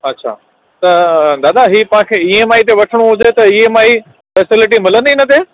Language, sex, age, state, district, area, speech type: Sindhi, male, 30-45, Gujarat, Kutch, urban, conversation